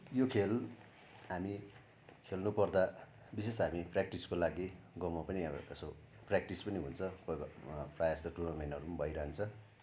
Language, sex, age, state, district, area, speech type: Nepali, male, 18-30, West Bengal, Darjeeling, rural, spontaneous